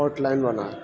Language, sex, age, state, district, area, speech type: Urdu, male, 18-30, Bihar, Gaya, urban, spontaneous